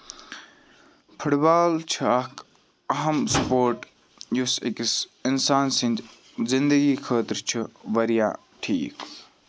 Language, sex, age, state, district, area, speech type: Kashmiri, male, 18-30, Jammu and Kashmir, Ganderbal, rural, spontaneous